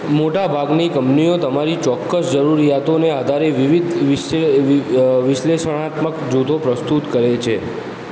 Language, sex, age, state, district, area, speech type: Gujarati, male, 60+, Gujarat, Aravalli, urban, read